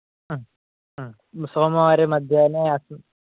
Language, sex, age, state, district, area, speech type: Sanskrit, male, 30-45, Kerala, Kasaragod, rural, conversation